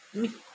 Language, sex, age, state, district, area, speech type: Marathi, female, 30-45, Maharashtra, Nagpur, rural, spontaneous